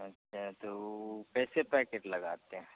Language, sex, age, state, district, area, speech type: Hindi, male, 30-45, Bihar, Begusarai, rural, conversation